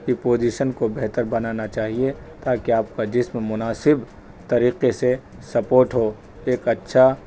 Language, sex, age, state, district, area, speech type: Urdu, male, 30-45, Delhi, North East Delhi, urban, spontaneous